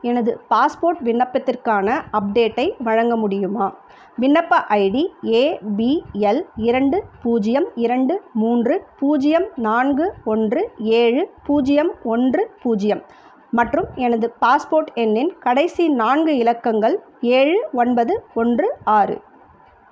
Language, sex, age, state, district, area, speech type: Tamil, female, 30-45, Tamil Nadu, Ranipet, urban, read